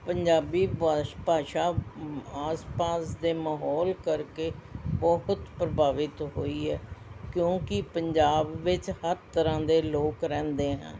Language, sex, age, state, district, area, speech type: Punjabi, female, 60+, Punjab, Mohali, urban, spontaneous